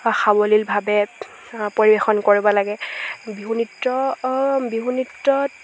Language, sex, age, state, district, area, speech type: Assamese, female, 18-30, Assam, Lakhimpur, rural, spontaneous